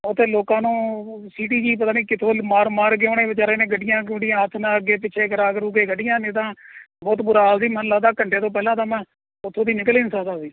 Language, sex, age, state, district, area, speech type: Punjabi, male, 45-60, Punjab, Kapurthala, urban, conversation